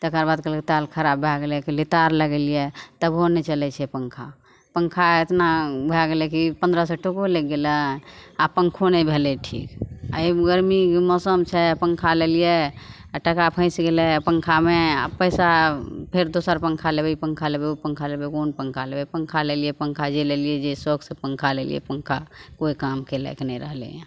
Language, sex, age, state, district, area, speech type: Maithili, female, 30-45, Bihar, Madhepura, rural, spontaneous